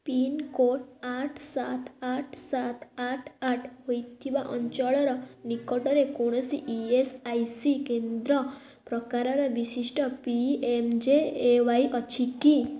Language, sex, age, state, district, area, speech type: Odia, female, 18-30, Odisha, Kendujhar, urban, read